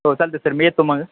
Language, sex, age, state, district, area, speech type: Marathi, male, 18-30, Maharashtra, Satara, urban, conversation